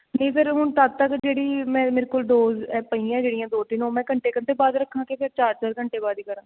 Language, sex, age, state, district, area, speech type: Punjabi, female, 18-30, Punjab, Patiala, urban, conversation